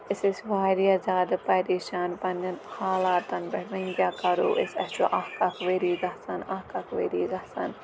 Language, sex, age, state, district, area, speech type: Kashmiri, female, 30-45, Jammu and Kashmir, Kulgam, rural, spontaneous